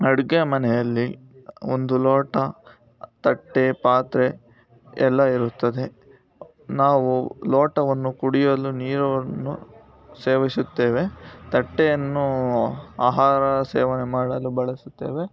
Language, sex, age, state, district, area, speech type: Kannada, male, 18-30, Karnataka, Chikkamagaluru, rural, spontaneous